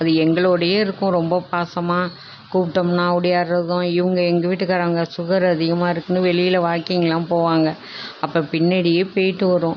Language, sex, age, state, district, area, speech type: Tamil, female, 60+, Tamil Nadu, Tiruvarur, rural, spontaneous